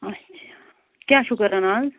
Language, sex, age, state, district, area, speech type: Kashmiri, female, 30-45, Jammu and Kashmir, Anantnag, rural, conversation